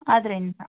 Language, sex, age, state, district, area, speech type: Kannada, female, 18-30, Karnataka, Chikkaballapur, rural, conversation